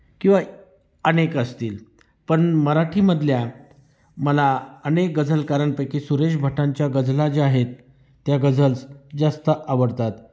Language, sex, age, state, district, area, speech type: Marathi, male, 45-60, Maharashtra, Nashik, rural, spontaneous